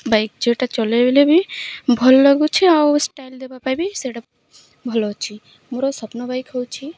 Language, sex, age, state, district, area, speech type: Odia, female, 18-30, Odisha, Malkangiri, urban, spontaneous